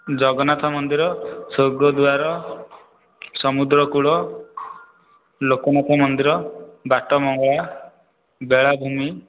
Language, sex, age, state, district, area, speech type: Odia, male, 18-30, Odisha, Khordha, rural, conversation